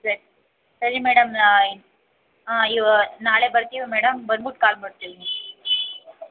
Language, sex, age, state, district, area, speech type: Kannada, female, 18-30, Karnataka, Chamarajanagar, rural, conversation